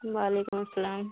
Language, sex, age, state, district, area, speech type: Urdu, female, 18-30, Bihar, Khagaria, rural, conversation